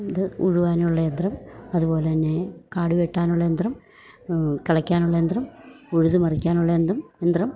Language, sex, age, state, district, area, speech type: Malayalam, female, 60+, Kerala, Idukki, rural, spontaneous